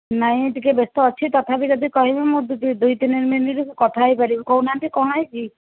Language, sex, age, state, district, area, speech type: Odia, female, 60+, Odisha, Jajpur, rural, conversation